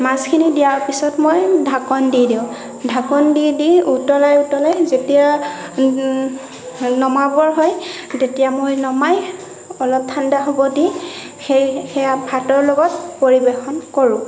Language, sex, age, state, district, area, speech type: Assamese, female, 60+, Assam, Nagaon, rural, spontaneous